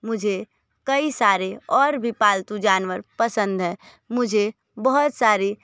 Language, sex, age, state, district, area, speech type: Hindi, female, 45-60, Uttar Pradesh, Sonbhadra, rural, spontaneous